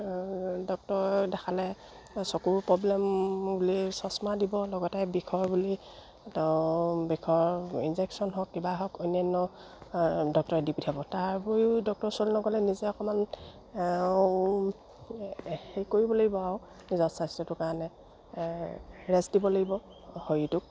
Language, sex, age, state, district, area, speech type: Assamese, female, 45-60, Assam, Dibrugarh, rural, spontaneous